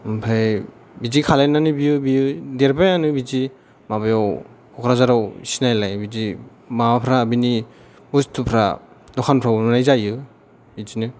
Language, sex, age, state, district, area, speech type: Bodo, male, 18-30, Assam, Chirang, urban, spontaneous